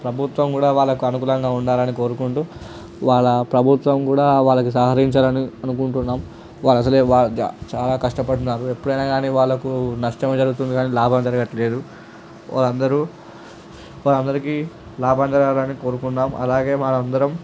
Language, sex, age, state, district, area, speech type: Telugu, male, 18-30, Telangana, Nirmal, urban, spontaneous